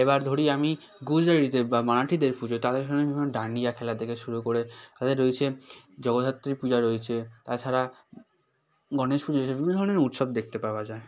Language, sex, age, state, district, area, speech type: Bengali, male, 18-30, West Bengal, South 24 Parganas, rural, spontaneous